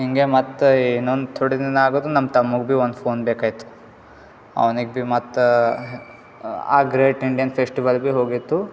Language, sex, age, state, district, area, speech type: Kannada, male, 18-30, Karnataka, Gulbarga, urban, spontaneous